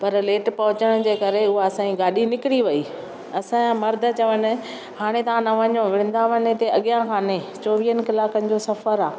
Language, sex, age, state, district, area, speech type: Sindhi, female, 60+, Maharashtra, Thane, urban, spontaneous